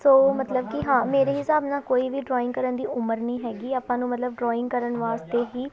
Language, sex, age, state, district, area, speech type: Punjabi, female, 18-30, Punjab, Tarn Taran, urban, spontaneous